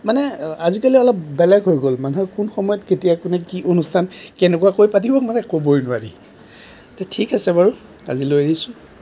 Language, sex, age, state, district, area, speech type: Assamese, male, 45-60, Assam, Darrang, rural, spontaneous